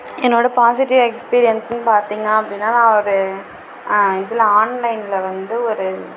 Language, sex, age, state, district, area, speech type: Tamil, female, 18-30, Tamil Nadu, Mayiladuthurai, rural, spontaneous